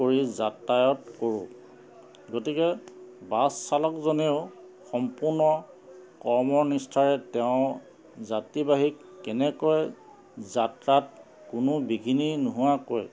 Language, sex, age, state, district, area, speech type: Assamese, male, 45-60, Assam, Charaideo, urban, spontaneous